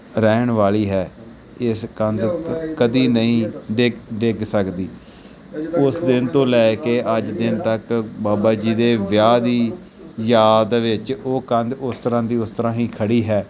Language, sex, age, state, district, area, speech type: Punjabi, male, 30-45, Punjab, Gurdaspur, rural, spontaneous